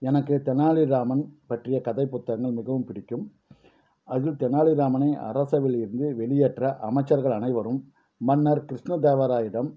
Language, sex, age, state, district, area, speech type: Tamil, male, 45-60, Tamil Nadu, Dharmapuri, rural, spontaneous